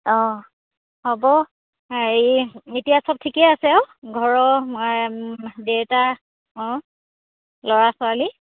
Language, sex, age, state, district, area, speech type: Assamese, female, 30-45, Assam, Dibrugarh, urban, conversation